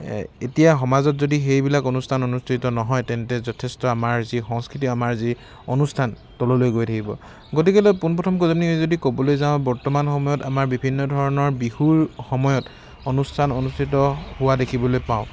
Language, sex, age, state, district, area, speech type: Assamese, male, 18-30, Assam, Charaideo, urban, spontaneous